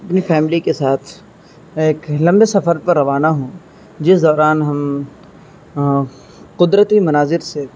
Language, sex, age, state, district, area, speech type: Urdu, male, 30-45, Uttar Pradesh, Azamgarh, rural, spontaneous